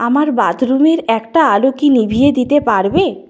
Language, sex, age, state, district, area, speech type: Bengali, female, 45-60, West Bengal, Nadia, rural, read